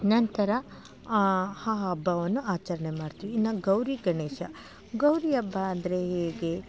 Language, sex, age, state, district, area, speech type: Kannada, female, 45-60, Karnataka, Mandya, rural, spontaneous